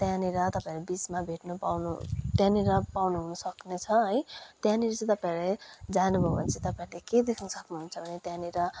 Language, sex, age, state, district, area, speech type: Nepali, male, 18-30, West Bengal, Kalimpong, rural, spontaneous